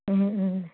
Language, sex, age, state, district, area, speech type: Assamese, female, 30-45, Assam, Udalguri, rural, conversation